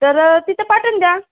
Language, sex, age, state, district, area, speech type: Marathi, female, 30-45, Maharashtra, Nanded, urban, conversation